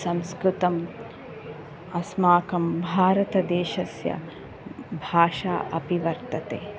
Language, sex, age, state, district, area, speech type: Sanskrit, female, 30-45, Karnataka, Bangalore Urban, urban, spontaneous